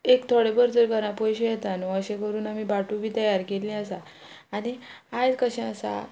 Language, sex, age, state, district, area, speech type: Goan Konkani, female, 45-60, Goa, Quepem, rural, spontaneous